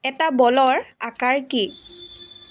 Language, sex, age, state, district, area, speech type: Assamese, female, 45-60, Assam, Dibrugarh, rural, read